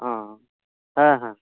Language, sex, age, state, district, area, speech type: Santali, male, 18-30, West Bengal, Purba Bardhaman, rural, conversation